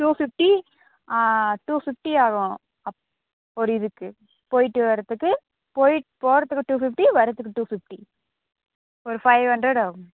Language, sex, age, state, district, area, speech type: Tamil, female, 18-30, Tamil Nadu, Krishnagiri, rural, conversation